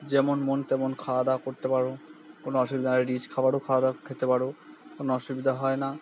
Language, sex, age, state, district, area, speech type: Bengali, male, 45-60, West Bengal, Purba Bardhaman, urban, spontaneous